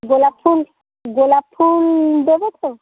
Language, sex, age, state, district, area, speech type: Bengali, female, 45-60, West Bengal, Uttar Dinajpur, urban, conversation